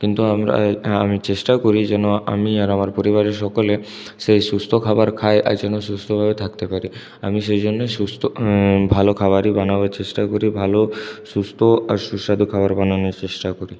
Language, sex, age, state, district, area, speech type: Bengali, male, 18-30, West Bengal, Purulia, urban, spontaneous